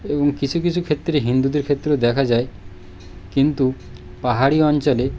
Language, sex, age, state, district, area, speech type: Bengali, male, 30-45, West Bengal, Birbhum, urban, spontaneous